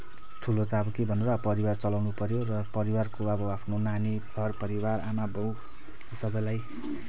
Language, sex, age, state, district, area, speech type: Nepali, male, 30-45, West Bengal, Kalimpong, rural, spontaneous